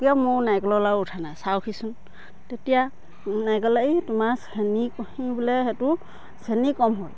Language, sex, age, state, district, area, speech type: Assamese, female, 30-45, Assam, Dhemaji, rural, spontaneous